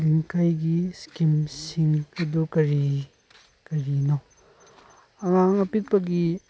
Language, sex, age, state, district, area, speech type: Manipuri, male, 18-30, Manipur, Chandel, rural, spontaneous